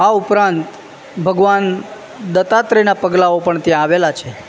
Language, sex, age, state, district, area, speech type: Gujarati, male, 30-45, Gujarat, Junagadh, rural, spontaneous